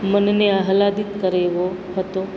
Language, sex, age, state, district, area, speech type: Gujarati, female, 60+, Gujarat, Valsad, urban, spontaneous